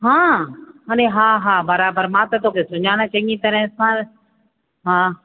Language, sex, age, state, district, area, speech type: Sindhi, female, 45-60, Rajasthan, Ajmer, urban, conversation